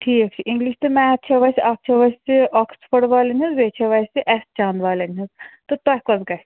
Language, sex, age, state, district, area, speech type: Kashmiri, female, 30-45, Jammu and Kashmir, Srinagar, urban, conversation